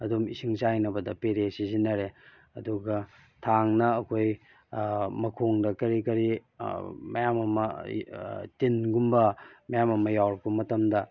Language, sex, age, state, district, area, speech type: Manipuri, male, 30-45, Manipur, Kakching, rural, spontaneous